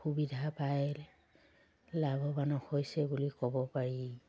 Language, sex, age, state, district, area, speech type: Assamese, female, 60+, Assam, Dibrugarh, rural, spontaneous